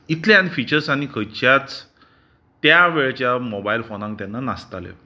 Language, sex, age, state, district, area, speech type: Goan Konkani, male, 45-60, Goa, Bardez, urban, spontaneous